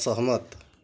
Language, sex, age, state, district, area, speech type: Hindi, male, 45-60, Uttar Pradesh, Chandauli, urban, read